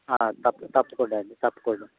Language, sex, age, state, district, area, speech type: Telugu, male, 60+, Andhra Pradesh, Konaseema, rural, conversation